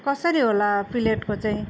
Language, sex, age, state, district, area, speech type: Nepali, female, 45-60, West Bengal, Darjeeling, rural, spontaneous